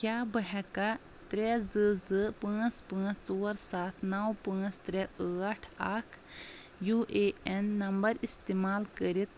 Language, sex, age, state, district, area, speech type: Kashmiri, female, 30-45, Jammu and Kashmir, Anantnag, rural, read